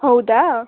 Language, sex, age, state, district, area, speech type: Kannada, female, 18-30, Karnataka, Shimoga, urban, conversation